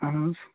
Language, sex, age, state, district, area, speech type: Kashmiri, male, 18-30, Jammu and Kashmir, Srinagar, urban, conversation